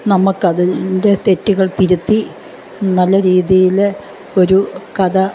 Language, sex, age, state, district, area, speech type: Malayalam, female, 45-60, Kerala, Alappuzha, urban, spontaneous